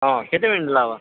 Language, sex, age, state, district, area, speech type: Odia, male, 45-60, Odisha, Nuapada, urban, conversation